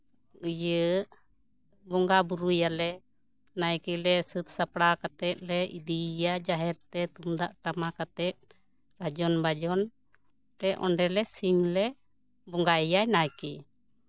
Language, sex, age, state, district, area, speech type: Santali, female, 45-60, West Bengal, Bankura, rural, spontaneous